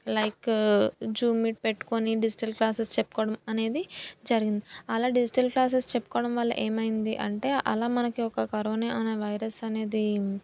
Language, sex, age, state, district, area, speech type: Telugu, female, 18-30, Andhra Pradesh, Anakapalli, rural, spontaneous